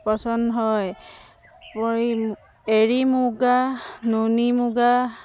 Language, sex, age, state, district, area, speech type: Assamese, female, 30-45, Assam, Sivasagar, rural, spontaneous